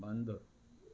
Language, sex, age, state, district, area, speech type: Sindhi, male, 60+, Delhi, South Delhi, urban, read